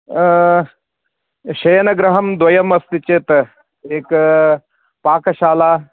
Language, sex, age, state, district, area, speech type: Sanskrit, male, 45-60, Karnataka, Vijayapura, urban, conversation